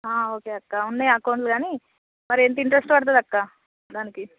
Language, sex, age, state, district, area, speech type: Telugu, female, 30-45, Telangana, Warangal, rural, conversation